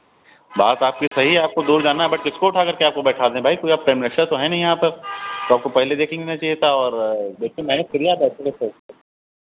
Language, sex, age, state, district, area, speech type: Hindi, male, 30-45, Uttar Pradesh, Hardoi, rural, conversation